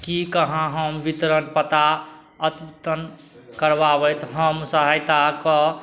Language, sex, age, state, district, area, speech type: Maithili, male, 30-45, Bihar, Madhubani, rural, read